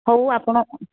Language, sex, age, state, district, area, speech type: Odia, female, 30-45, Odisha, Kandhamal, rural, conversation